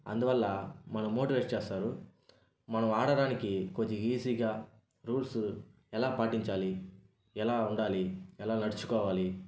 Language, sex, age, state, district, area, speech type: Telugu, male, 18-30, Andhra Pradesh, Sri Balaji, rural, spontaneous